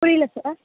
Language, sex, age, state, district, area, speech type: Tamil, female, 45-60, Tamil Nadu, Sivaganga, rural, conversation